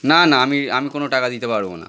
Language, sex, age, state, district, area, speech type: Bengali, male, 18-30, West Bengal, Howrah, urban, spontaneous